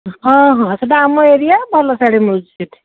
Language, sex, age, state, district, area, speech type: Odia, female, 45-60, Odisha, Puri, urban, conversation